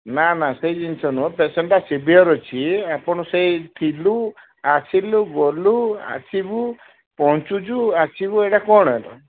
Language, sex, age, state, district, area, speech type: Odia, male, 30-45, Odisha, Sambalpur, rural, conversation